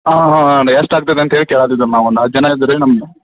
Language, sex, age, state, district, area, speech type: Kannada, male, 30-45, Karnataka, Belgaum, rural, conversation